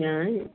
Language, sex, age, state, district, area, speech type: Malayalam, female, 45-60, Kerala, Thiruvananthapuram, rural, conversation